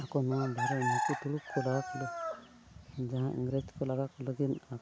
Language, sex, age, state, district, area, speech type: Santali, male, 45-60, Odisha, Mayurbhanj, rural, spontaneous